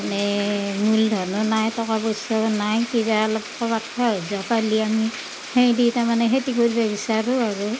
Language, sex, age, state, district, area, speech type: Assamese, female, 60+, Assam, Darrang, rural, spontaneous